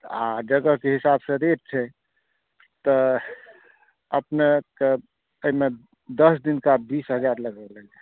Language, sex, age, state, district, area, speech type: Maithili, male, 60+, Bihar, Saharsa, urban, conversation